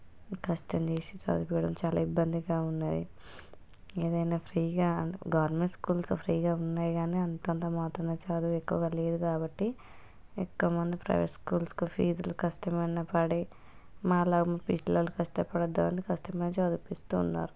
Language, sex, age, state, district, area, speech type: Telugu, female, 30-45, Telangana, Hanamkonda, rural, spontaneous